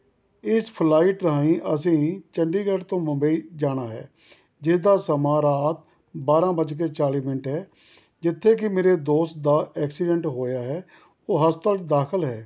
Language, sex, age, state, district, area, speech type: Punjabi, male, 60+, Punjab, Rupnagar, rural, spontaneous